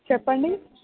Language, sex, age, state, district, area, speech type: Telugu, female, 18-30, Telangana, Suryapet, urban, conversation